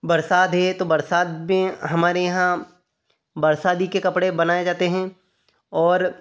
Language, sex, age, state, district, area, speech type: Hindi, male, 30-45, Madhya Pradesh, Ujjain, rural, spontaneous